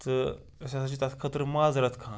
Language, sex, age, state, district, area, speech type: Kashmiri, male, 18-30, Jammu and Kashmir, Pulwama, rural, spontaneous